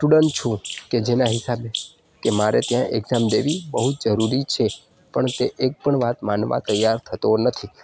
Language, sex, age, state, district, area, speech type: Gujarati, male, 18-30, Gujarat, Narmada, rural, spontaneous